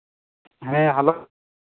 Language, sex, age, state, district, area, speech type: Santali, male, 18-30, Jharkhand, Pakur, rural, conversation